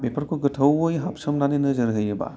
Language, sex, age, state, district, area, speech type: Bodo, male, 30-45, Assam, Udalguri, urban, spontaneous